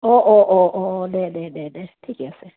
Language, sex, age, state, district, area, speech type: Assamese, female, 60+, Assam, Goalpara, urban, conversation